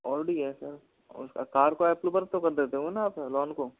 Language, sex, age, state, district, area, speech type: Hindi, male, 30-45, Rajasthan, Jodhpur, rural, conversation